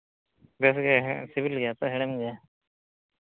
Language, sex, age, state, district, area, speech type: Santali, male, 45-60, Odisha, Mayurbhanj, rural, conversation